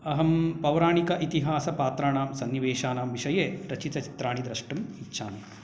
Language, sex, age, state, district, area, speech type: Sanskrit, male, 45-60, Karnataka, Bangalore Urban, urban, spontaneous